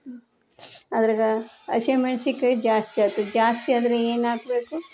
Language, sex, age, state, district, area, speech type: Kannada, female, 30-45, Karnataka, Koppal, urban, spontaneous